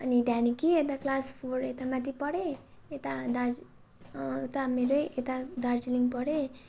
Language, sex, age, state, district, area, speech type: Nepali, female, 18-30, West Bengal, Darjeeling, rural, spontaneous